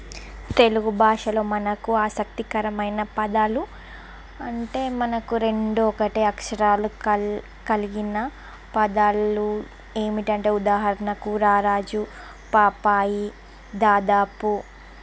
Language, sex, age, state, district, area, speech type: Telugu, female, 45-60, Andhra Pradesh, Srikakulam, urban, spontaneous